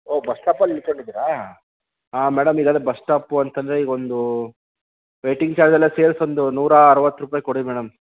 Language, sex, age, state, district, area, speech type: Kannada, male, 30-45, Karnataka, Chitradurga, rural, conversation